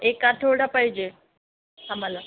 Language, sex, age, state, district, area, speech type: Marathi, female, 18-30, Maharashtra, Yavatmal, rural, conversation